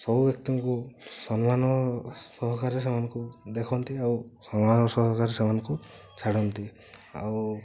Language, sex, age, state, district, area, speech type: Odia, male, 18-30, Odisha, Mayurbhanj, rural, spontaneous